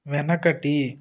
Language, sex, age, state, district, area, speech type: Telugu, male, 18-30, Andhra Pradesh, Eluru, rural, read